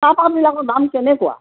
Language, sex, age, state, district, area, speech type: Assamese, female, 60+, Assam, Morigaon, rural, conversation